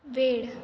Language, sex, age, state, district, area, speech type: Goan Konkani, female, 18-30, Goa, Quepem, rural, read